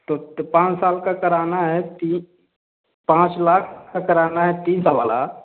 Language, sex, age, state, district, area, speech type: Hindi, male, 30-45, Uttar Pradesh, Prayagraj, rural, conversation